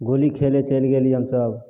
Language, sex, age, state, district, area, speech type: Maithili, male, 18-30, Bihar, Samastipur, rural, spontaneous